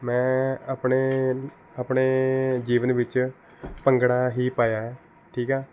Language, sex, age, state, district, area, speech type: Punjabi, male, 18-30, Punjab, Rupnagar, urban, spontaneous